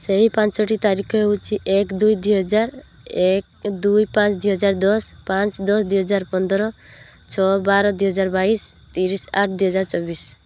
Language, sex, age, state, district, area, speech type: Odia, female, 18-30, Odisha, Balasore, rural, spontaneous